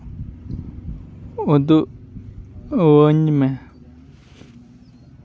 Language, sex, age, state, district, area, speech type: Santali, male, 18-30, West Bengal, Purba Bardhaman, rural, read